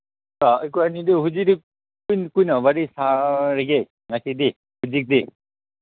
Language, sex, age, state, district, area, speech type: Manipuri, male, 30-45, Manipur, Ukhrul, rural, conversation